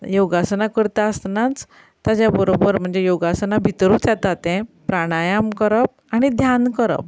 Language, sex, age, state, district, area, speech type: Goan Konkani, female, 45-60, Goa, Ponda, rural, spontaneous